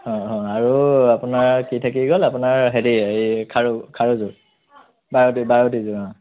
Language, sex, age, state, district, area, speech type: Assamese, male, 30-45, Assam, Sivasagar, rural, conversation